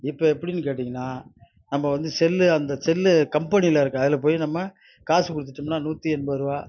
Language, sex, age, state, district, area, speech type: Tamil, male, 60+, Tamil Nadu, Nagapattinam, rural, spontaneous